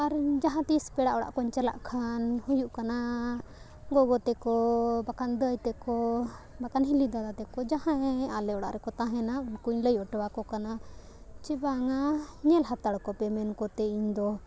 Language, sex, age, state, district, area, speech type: Santali, female, 18-30, Jharkhand, Bokaro, rural, spontaneous